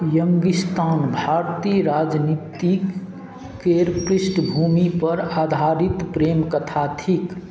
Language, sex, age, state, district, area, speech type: Maithili, male, 45-60, Bihar, Madhubani, rural, read